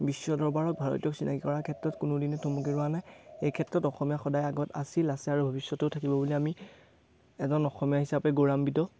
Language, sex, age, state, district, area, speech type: Assamese, male, 18-30, Assam, Majuli, urban, spontaneous